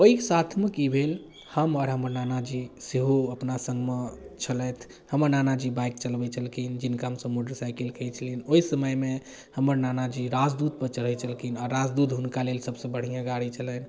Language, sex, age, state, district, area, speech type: Maithili, male, 18-30, Bihar, Darbhanga, rural, spontaneous